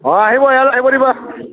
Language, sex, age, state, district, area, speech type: Assamese, male, 45-60, Assam, Kamrup Metropolitan, urban, conversation